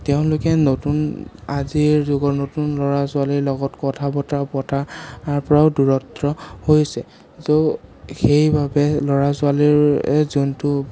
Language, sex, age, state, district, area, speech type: Assamese, male, 18-30, Assam, Sonitpur, rural, spontaneous